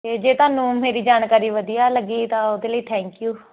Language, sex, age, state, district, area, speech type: Punjabi, female, 18-30, Punjab, Hoshiarpur, rural, conversation